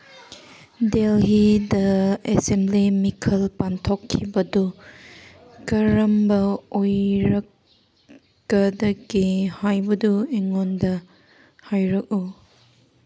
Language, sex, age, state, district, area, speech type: Manipuri, female, 18-30, Manipur, Kangpokpi, urban, read